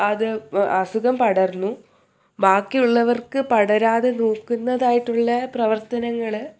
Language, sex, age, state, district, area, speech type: Malayalam, female, 18-30, Kerala, Thiruvananthapuram, urban, spontaneous